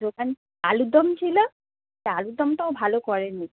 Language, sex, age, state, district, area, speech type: Bengali, female, 30-45, West Bengal, North 24 Parganas, urban, conversation